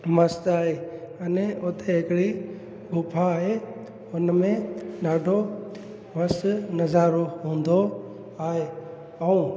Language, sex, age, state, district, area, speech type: Sindhi, male, 30-45, Gujarat, Junagadh, urban, spontaneous